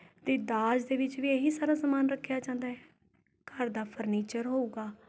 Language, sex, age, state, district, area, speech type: Punjabi, female, 30-45, Punjab, Rupnagar, urban, spontaneous